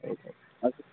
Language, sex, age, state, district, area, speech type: Kannada, male, 60+, Karnataka, Davanagere, rural, conversation